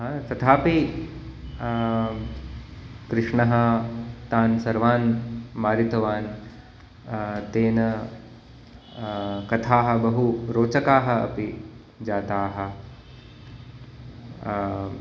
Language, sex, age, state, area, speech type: Sanskrit, male, 30-45, Uttar Pradesh, urban, spontaneous